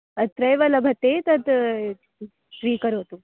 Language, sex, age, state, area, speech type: Sanskrit, female, 18-30, Goa, urban, conversation